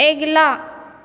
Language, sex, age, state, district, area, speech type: Maithili, female, 18-30, Bihar, Supaul, rural, read